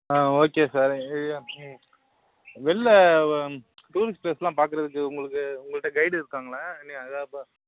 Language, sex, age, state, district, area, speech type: Tamil, male, 30-45, Tamil Nadu, Nagapattinam, rural, conversation